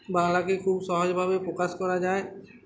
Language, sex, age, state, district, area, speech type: Bengali, male, 18-30, West Bengal, Uttar Dinajpur, rural, spontaneous